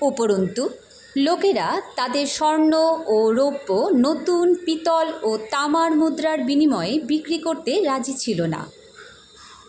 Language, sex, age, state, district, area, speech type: Bengali, female, 18-30, West Bengal, Hooghly, urban, read